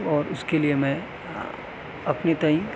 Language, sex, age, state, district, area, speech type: Urdu, male, 18-30, Delhi, South Delhi, urban, spontaneous